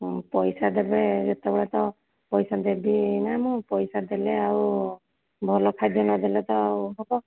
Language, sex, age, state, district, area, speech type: Odia, female, 30-45, Odisha, Sambalpur, rural, conversation